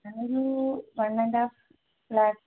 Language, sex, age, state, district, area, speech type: Malayalam, female, 18-30, Kerala, Kozhikode, rural, conversation